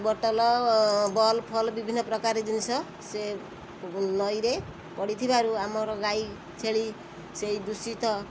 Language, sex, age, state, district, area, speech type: Odia, female, 45-60, Odisha, Kendrapara, urban, spontaneous